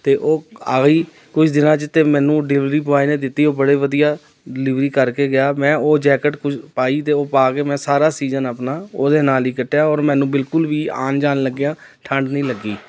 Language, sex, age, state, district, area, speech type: Punjabi, male, 30-45, Punjab, Amritsar, urban, spontaneous